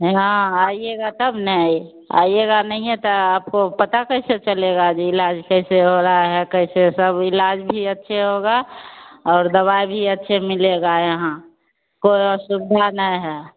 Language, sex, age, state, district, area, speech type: Hindi, female, 45-60, Bihar, Begusarai, urban, conversation